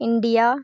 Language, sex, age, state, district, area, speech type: Dogri, female, 18-30, Jammu and Kashmir, Reasi, rural, spontaneous